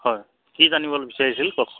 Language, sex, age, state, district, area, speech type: Assamese, male, 30-45, Assam, Charaideo, urban, conversation